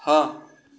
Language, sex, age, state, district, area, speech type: Maithili, male, 18-30, Bihar, Sitamarhi, urban, read